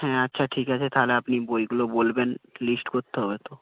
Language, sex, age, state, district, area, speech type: Bengali, male, 18-30, West Bengal, South 24 Parganas, rural, conversation